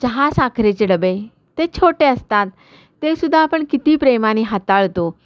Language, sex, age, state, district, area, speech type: Marathi, female, 45-60, Maharashtra, Kolhapur, urban, spontaneous